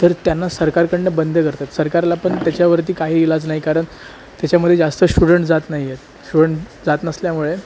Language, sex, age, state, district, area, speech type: Marathi, male, 18-30, Maharashtra, Sindhudurg, rural, spontaneous